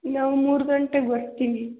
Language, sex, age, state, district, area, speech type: Kannada, female, 30-45, Karnataka, Hassan, urban, conversation